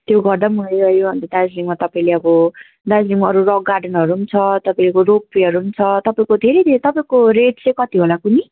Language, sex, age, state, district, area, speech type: Nepali, female, 18-30, West Bengal, Darjeeling, rural, conversation